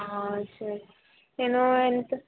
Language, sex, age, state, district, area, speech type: Telugu, female, 18-30, Telangana, Peddapalli, rural, conversation